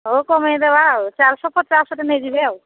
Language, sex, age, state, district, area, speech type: Odia, female, 45-60, Odisha, Angul, rural, conversation